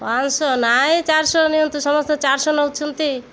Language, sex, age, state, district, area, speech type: Odia, female, 30-45, Odisha, Malkangiri, urban, spontaneous